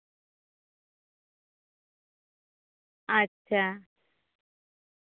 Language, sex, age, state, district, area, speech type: Santali, female, 18-30, Jharkhand, Seraikela Kharsawan, rural, conversation